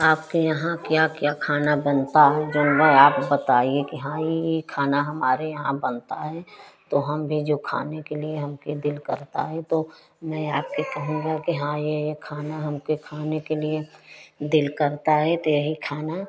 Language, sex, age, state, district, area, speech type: Hindi, female, 60+, Uttar Pradesh, Prayagraj, rural, spontaneous